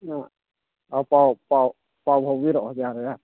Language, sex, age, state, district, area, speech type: Manipuri, male, 45-60, Manipur, Churachandpur, rural, conversation